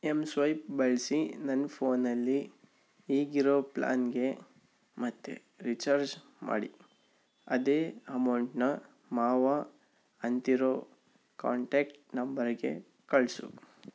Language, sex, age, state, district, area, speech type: Kannada, male, 18-30, Karnataka, Davanagere, urban, read